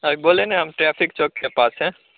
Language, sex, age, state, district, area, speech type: Hindi, male, 18-30, Bihar, Begusarai, rural, conversation